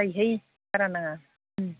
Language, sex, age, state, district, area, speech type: Bodo, female, 30-45, Assam, Baksa, rural, conversation